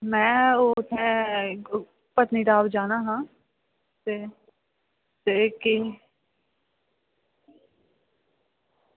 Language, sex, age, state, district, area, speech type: Dogri, female, 18-30, Jammu and Kashmir, Kathua, rural, conversation